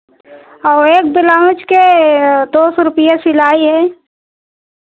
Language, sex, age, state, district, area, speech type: Hindi, female, 60+, Uttar Pradesh, Pratapgarh, rural, conversation